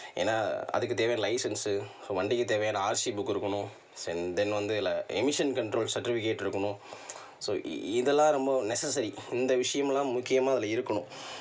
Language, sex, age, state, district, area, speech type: Tamil, male, 30-45, Tamil Nadu, Tiruvarur, rural, spontaneous